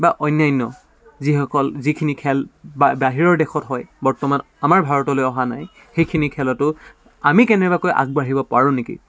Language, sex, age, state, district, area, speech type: Assamese, male, 18-30, Assam, Dibrugarh, urban, spontaneous